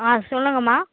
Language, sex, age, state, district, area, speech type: Tamil, female, 18-30, Tamil Nadu, Vellore, urban, conversation